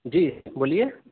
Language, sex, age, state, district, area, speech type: Urdu, male, 30-45, Delhi, Central Delhi, urban, conversation